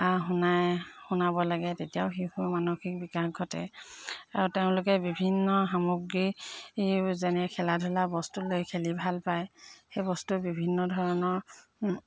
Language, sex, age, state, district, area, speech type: Assamese, female, 45-60, Assam, Jorhat, urban, spontaneous